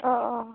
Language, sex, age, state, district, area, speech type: Bodo, female, 18-30, Assam, Udalguri, rural, conversation